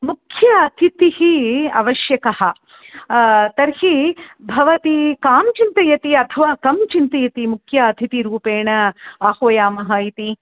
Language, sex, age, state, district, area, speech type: Sanskrit, female, 60+, Tamil Nadu, Chennai, urban, conversation